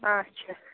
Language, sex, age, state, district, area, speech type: Kashmiri, female, 30-45, Jammu and Kashmir, Bandipora, rural, conversation